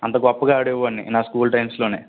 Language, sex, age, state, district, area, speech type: Telugu, male, 18-30, Andhra Pradesh, East Godavari, rural, conversation